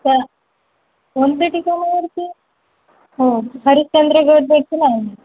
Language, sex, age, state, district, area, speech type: Marathi, female, 18-30, Maharashtra, Ahmednagar, rural, conversation